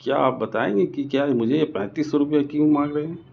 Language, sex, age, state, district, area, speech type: Urdu, male, 30-45, Delhi, South Delhi, urban, spontaneous